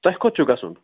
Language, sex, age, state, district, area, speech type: Kashmiri, male, 30-45, Jammu and Kashmir, Kupwara, rural, conversation